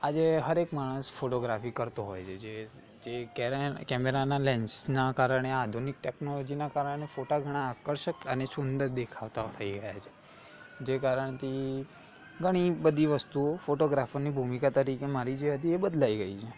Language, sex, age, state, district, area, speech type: Gujarati, male, 18-30, Gujarat, Aravalli, urban, spontaneous